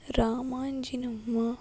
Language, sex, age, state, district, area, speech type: Kannada, female, 60+, Karnataka, Tumkur, rural, spontaneous